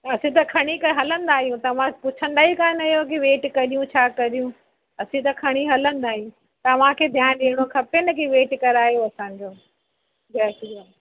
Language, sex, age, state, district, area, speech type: Sindhi, female, 45-60, Uttar Pradesh, Lucknow, rural, conversation